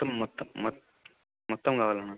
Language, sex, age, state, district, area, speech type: Telugu, male, 18-30, Andhra Pradesh, Kadapa, rural, conversation